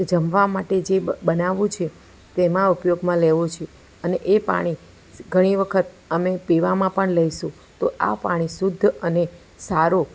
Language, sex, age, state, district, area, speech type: Gujarati, female, 45-60, Gujarat, Ahmedabad, urban, spontaneous